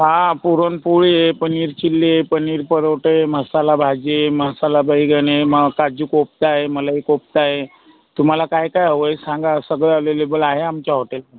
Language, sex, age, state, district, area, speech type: Marathi, other, 18-30, Maharashtra, Buldhana, rural, conversation